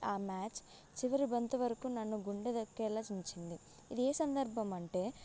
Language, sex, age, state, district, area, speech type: Telugu, female, 18-30, Telangana, Sangareddy, rural, spontaneous